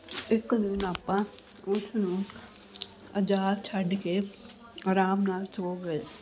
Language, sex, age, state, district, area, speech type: Punjabi, female, 30-45, Punjab, Jalandhar, urban, spontaneous